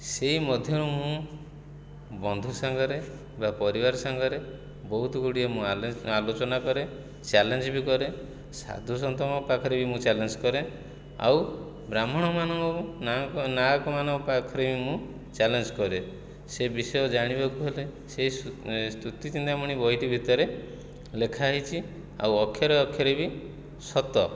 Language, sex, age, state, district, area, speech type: Odia, male, 45-60, Odisha, Jajpur, rural, spontaneous